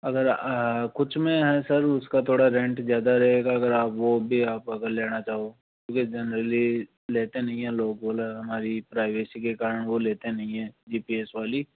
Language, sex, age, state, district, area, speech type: Hindi, male, 18-30, Rajasthan, Jaipur, urban, conversation